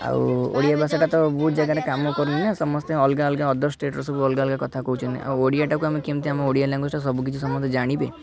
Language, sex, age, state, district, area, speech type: Odia, male, 18-30, Odisha, Cuttack, urban, spontaneous